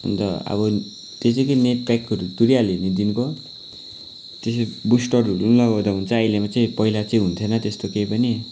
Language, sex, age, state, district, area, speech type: Nepali, male, 18-30, West Bengal, Kalimpong, rural, spontaneous